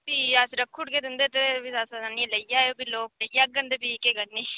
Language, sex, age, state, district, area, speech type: Dogri, female, 18-30, Jammu and Kashmir, Reasi, rural, conversation